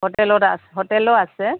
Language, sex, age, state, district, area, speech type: Assamese, female, 60+, Assam, Goalpara, rural, conversation